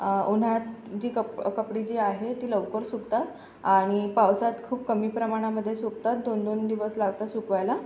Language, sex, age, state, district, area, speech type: Marathi, female, 18-30, Maharashtra, Akola, urban, spontaneous